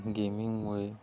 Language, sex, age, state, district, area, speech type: Marathi, male, 18-30, Maharashtra, Hingoli, urban, spontaneous